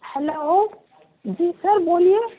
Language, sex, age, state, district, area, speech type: Urdu, male, 30-45, Uttar Pradesh, Gautam Buddha Nagar, rural, conversation